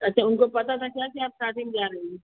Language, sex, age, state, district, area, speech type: Hindi, female, 60+, Uttar Pradesh, Azamgarh, rural, conversation